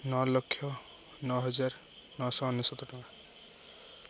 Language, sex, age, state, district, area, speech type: Odia, male, 18-30, Odisha, Jagatsinghpur, rural, spontaneous